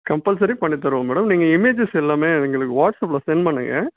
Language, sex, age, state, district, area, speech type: Tamil, male, 18-30, Tamil Nadu, Ranipet, urban, conversation